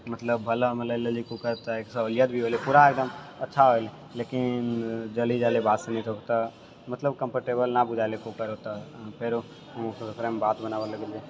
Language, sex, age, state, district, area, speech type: Maithili, male, 60+, Bihar, Purnia, rural, spontaneous